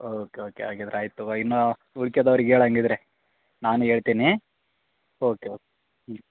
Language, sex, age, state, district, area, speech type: Kannada, male, 18-30, Karnataka, Koppal, rural, conversation